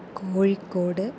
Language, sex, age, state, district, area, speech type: Sanskrit, female, 18-30, Kerala, Thrissur, urban, spontaneous